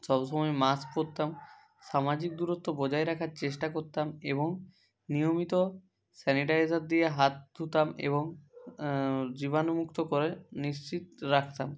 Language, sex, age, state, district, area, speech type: Bengali, male, 30-45, West Bengal, Purba Medinipur, rural, spontaneous